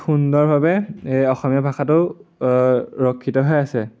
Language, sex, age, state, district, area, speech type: Assamese, male, 18-30, Assam, Majuli, urban, spontaneous